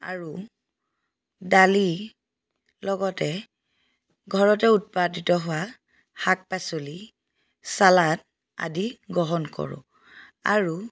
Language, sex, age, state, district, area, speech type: Assamese, female, 30-45, Assam, Majuli, rural, spontaneous